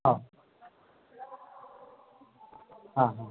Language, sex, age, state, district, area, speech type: Marathi, male, 18-30, Maharashtra, Ahmednagar, rural, conversation